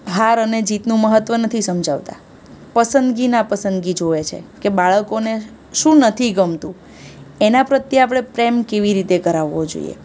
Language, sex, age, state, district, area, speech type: Gujarati, female, 30-45, Gujarat, Surat, urban, spontaneous